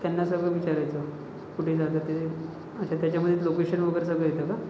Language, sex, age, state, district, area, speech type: Marathi, male, 30-45, Maharashtra, Nagpur, urban, spontaneous